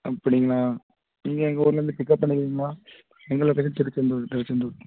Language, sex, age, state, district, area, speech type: Tamil, male, 30-45, Tamil Nadu, Thoothukudi, rural, conversation